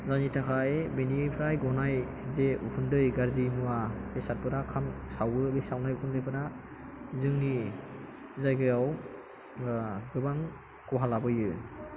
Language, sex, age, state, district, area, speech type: Bodo, male, 18-30, Assam, Chirang, urban, spontaneous